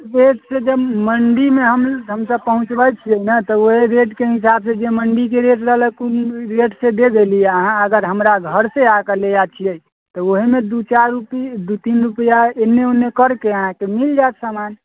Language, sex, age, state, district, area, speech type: Maithili, male, 18-30, Bihar, Muzaffarpur, rural, conversation